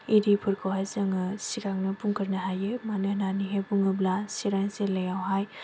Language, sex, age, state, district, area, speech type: Bodo, female, 18-30, Assam, Chirang, rural, spontaneous